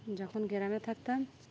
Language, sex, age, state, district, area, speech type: Bengali, female, 18-30, West Bengal, Uttar Dinajpur, urban, spontaneous